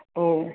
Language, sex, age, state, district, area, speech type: Sanskrit, female, 30-45, Karnataka, Udupi, urban, conversation